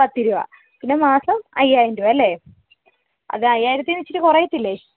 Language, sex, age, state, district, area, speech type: Malayalam, female, 18-30, Kerala, Kozhikode, rural, conversation